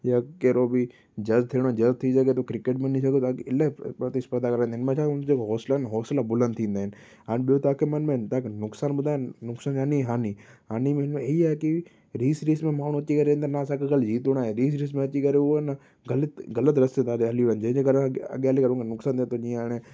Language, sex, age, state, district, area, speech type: Sindhi, male, 18-30, Gujarat, Kutch, urban, spontaneous